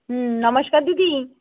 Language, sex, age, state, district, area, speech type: Bengali, female, 30-45, West Bengal, North 24 Parganas, rural, conversation